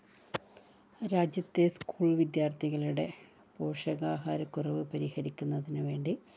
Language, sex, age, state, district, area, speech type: Malayalam, female, 30-45, Kerala, Kannur, rural, spontaneous